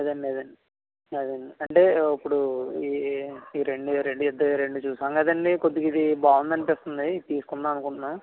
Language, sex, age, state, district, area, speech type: Telugu, male, 18-30, Andhra Pradesh, Konaseema, rural, conversation